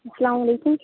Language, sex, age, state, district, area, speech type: Kashmiri, female, 18-30, Jammu and Kashmir, Shopian, rural, conversation